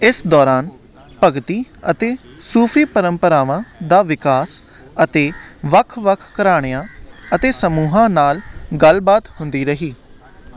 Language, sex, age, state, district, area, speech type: Punjabi, male, 18-30, Punjab, Hoshiarpur, urban, read